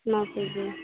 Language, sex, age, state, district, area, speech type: Santali, female, 18-30, West Bengal, Purba Bardhaman, rural, conversation